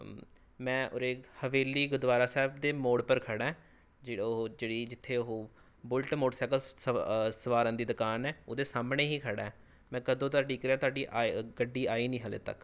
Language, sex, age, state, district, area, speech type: Punjabi, male, 18-30, Punjab, Rupnagar, rural, spontaneous